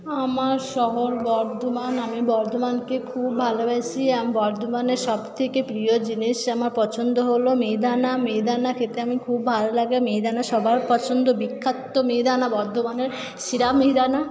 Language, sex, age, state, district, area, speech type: Bengali, female, 30-45, West Bengal, Purba Bardhaman, urban, spontaneous